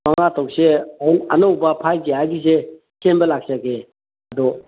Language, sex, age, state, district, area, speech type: Manipuri, male, 45-60, Manipur, Kangpokpi, urban, conversation